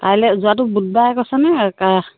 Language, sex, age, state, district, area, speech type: Assamese, female, 45-60, Assam, Sivasagar, rural, conversation